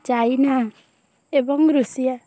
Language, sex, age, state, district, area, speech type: Odia, female, 18-30, Odisha, Bhadrak, rural, spontaneous